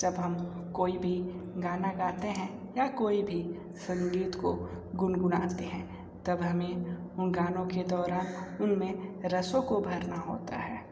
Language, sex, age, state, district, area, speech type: Hindi, male, 60+, Uttar Pradesh, Sonbhadra, rural, spontaneous